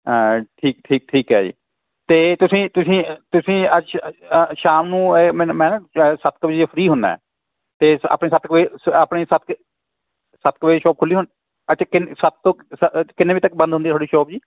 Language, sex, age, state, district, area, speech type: Punjabi, male, 45-60, Punjab, Fatehgarh Sahib, rural, conversation